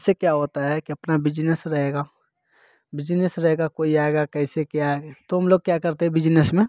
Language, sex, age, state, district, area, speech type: Hindi, male, 18-30, Bihar, Samastipur, urban, spontaneous